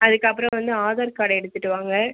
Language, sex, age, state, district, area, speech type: Tamil, female, 30-45, Tamil Nadu, Viluppuram, rural, conversation